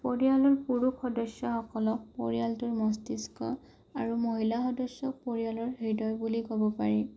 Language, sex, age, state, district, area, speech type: Assamese, female, 18-30, Assam, Morigaon, rural, spontaneous